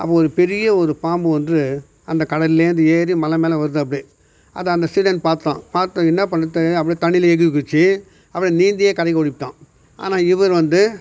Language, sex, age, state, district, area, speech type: Tamil, male, 60+, Tamil Nadu, Viluppuram, rural, spontaneous